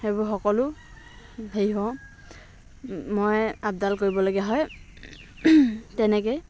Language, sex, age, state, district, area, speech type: Assamese, female, 60+, Assam, Dhemaji, rural, spontaneous